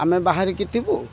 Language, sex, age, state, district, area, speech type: Odia, male, 45-60, Odisha, Kendrapara, urban, spontaneous